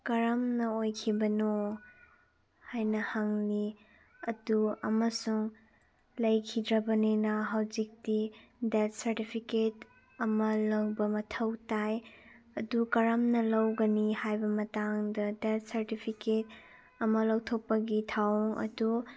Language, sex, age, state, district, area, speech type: Manipuri, female, 18-30, Manipur, Chandel, rural, spontaneous